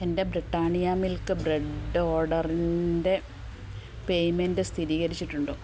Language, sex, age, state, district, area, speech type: Malayalam, female, 45-60, Kerala, Pathanamthitta, rural, read